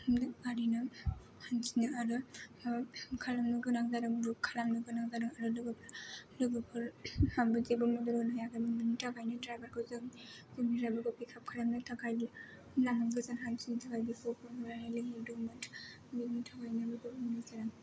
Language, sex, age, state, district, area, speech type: Bodo, female, 18-30, Assam, Kokrajhar, rural, spontaneous